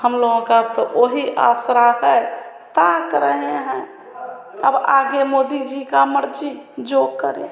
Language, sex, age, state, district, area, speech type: Hindi, female, 45-60, Bihar, Samastipur, rural, spontaneous